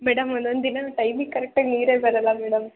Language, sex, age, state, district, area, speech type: Kannada, female, 18-30, Karnataka, Chikkamagaluru, rural, conversation